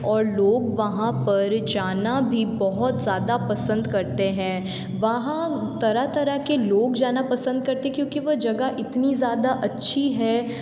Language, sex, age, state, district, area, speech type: Hindi, female, 18-30, Rajasthan, Jodhpur, urban, spontaneous